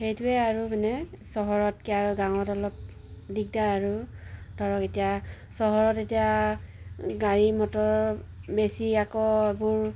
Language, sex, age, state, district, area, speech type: Assamese, female, 45-60, Assam, Golaghat, rural, spontaneous